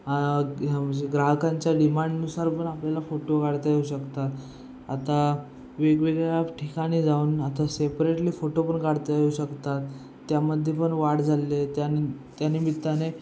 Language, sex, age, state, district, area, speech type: Marathi, male, 18-30, Maharashtra, Ratnagiri, rural, spontaneous